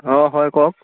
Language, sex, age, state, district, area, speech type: Assamese, male, 30-45, Assam, Majuli, urban, conversation